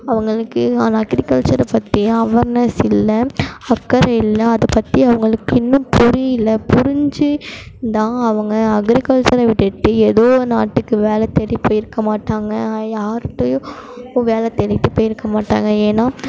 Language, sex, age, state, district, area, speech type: Tamil, female, 18-30, Tamil Nadu, Mayiladuthurai, urban, spontaneous